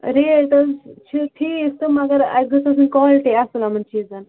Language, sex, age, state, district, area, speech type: Kashmiri, female, 30-45, Jammu and Kashmir, Ganderbal, rural, conversation